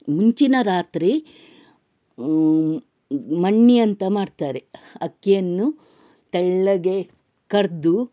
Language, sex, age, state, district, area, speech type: Kannada, female, 60+, Karnataka, Udupi, rural, spontaneous